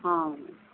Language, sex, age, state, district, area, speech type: Odia, female, 60+, Odisha, Gajapati, rural, conversation